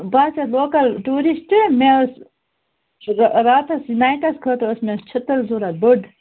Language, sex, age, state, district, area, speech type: Kashmiri, female, 45-60, Jammu and Kashmir, Baramulla, rural, conversation